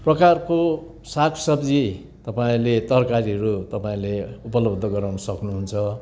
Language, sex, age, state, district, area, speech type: Nepali, male, 60+, West Bengal, Kalimpong, rural, spontaneous